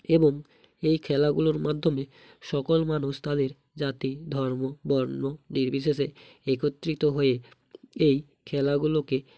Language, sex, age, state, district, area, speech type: Bengali, male, 18-30, West Bengal, Hooghly, urban, spontaneous